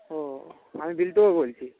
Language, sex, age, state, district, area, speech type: Bengali, male, 30-45, West Bengal, Jalpaiguri, rural, conversation